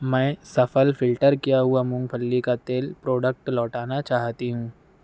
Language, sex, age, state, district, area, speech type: Urdu, male, 60+, Maharashtra, Nashik, urban, read